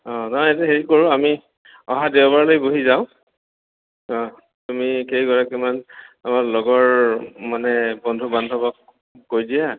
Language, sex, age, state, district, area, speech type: Assamese, male, 45-60, Assam, Goalpara, urban, conversation